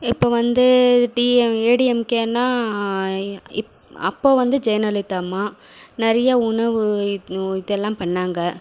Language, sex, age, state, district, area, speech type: Tamil, female, 30-45, Tamil Nadu, Krishnagiri, rural, spontaneous